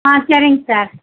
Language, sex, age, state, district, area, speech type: Tamil, female, 60+, Tamil Nadu, Mayiladuthurai, rural, conversation